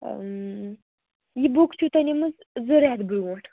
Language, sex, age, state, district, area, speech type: Kashmiri, female, 18-30, Jammu and Kashmir, Baramulla, rural, conversation